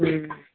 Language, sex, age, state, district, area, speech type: Manipuri, female, 60+, Manipur, Kangpokpi, urban, conversation